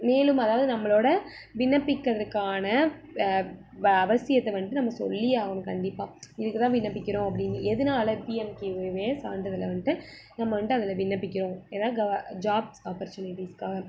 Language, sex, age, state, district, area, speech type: Tamil, female, 18-30, Tamil Nadu, Madurai, rural, spontaneous